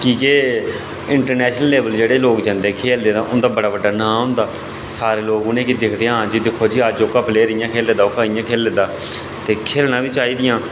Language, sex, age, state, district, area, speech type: Dogri, male, 18-30, Jammu and Kashmir, Reasi, rural, spontaneous